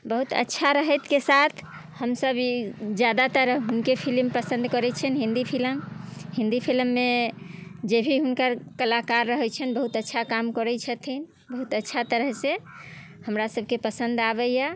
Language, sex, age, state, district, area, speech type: Maithili, female, 30-45, Bihar, Muzaffarpur, rural, spontaneous